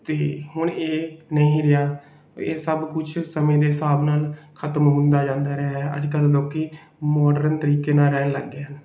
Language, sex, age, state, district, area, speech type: Punjabi, male, 18-30, Punjab, Bathinda, rural, spontaneous